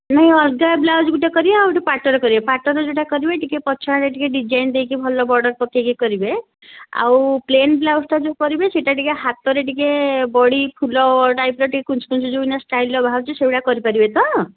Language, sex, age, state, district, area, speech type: Odia, female, 45-60, Odisha, Puri, urban, conversation